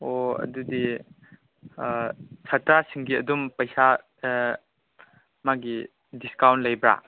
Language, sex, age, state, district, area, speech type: Manipuri, male, 18-30, Manipur, Chandel, rural, conversation